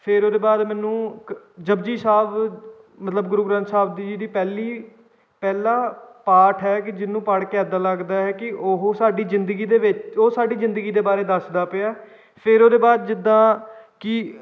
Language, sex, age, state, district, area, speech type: Punjabi, male, 18-30, Punjab, Kapurthala, rural, spontaneous